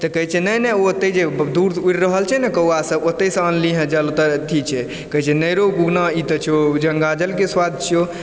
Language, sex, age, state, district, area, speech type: Maithili, male, 18-30, Bihar, Supaul, rural, spontaneous